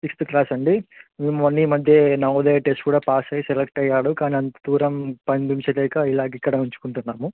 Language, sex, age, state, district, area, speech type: Telugu, male, 18-30, Andhra Pradesh, Visakhapatnam, urban, conversation